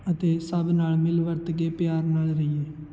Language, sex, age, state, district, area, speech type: Punjabi, male, 18-30, Punjab, Fatehgarh Sahib, rural, spontaneous